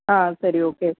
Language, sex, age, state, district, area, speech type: Tamil, female, 30-45, Tamil Nadu, Chennai, urban, conversation